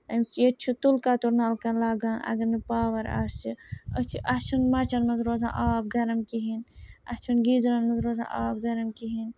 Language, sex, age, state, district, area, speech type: Kashmiri, female, 30-45, Jammu and Kashmir, Srinagar, urban, spontaneous